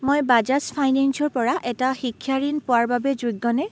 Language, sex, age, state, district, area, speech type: Assamese, female, 18-30, Assam, Dibrugarh, rural, read